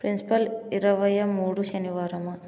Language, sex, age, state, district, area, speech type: Telugu, female, 18-30, Telangana, Ranga Reddy, urban, read